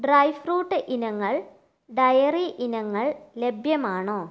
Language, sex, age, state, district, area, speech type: Malayalam, female, 30-45, Kerala, Kannur, rural, read